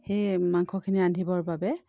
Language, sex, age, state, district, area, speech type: Assamese, female, 30-45, Assam, Lakhimpur, rural, spontaneous